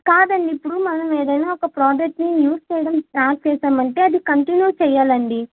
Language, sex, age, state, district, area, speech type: Telugu, female, 18-30, Telangana, Mancherial, rural, conversation